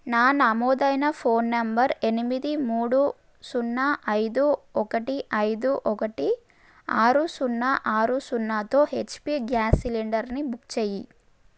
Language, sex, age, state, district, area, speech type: Telugu, female, 18-30, Telangana, Mahbubnagar, urban, read